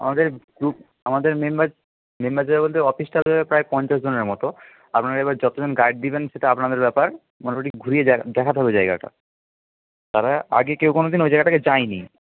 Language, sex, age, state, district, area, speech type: Bengali, male, 30-45, West Bengal, Nadia, rural, conversation